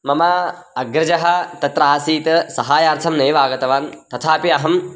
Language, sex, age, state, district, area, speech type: Sanskrit, male, 18-30, Karnataka, Raichur, rural, spontaneous